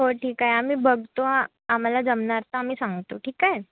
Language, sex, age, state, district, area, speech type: Marathi, female, 30-45, Maharashtra, Nagpur, urban, conversation